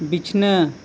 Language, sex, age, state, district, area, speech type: Santali, male, 30-45, Jharkhand, Seraikela Kharsawan, rural, read